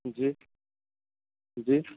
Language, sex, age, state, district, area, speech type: Urdu, male, 18-30, Delhi, South Delhi, urban, conversation